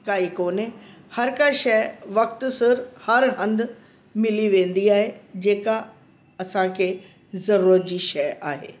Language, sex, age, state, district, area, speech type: Sindhi, female, 60+, Delhi, South Delhi, urban, spontaneous